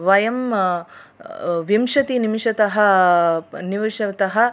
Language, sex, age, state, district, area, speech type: Sanskrit, female, 30-45, Tamil Nadu, Tiruchirappalli, urban, spontaneous